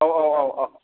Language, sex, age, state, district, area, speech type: Bodo, male, 30-45, Assam, Kokrajhar, rural, conversation